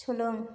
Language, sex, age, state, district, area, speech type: Bodo, female, 30-45, Assam, Kokrajhar, rural, read